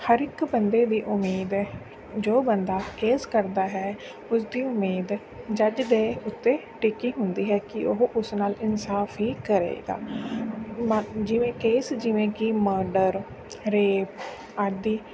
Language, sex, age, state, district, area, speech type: Punjabi, female, 30-45, Punjab, Mansa, urban, spontaneous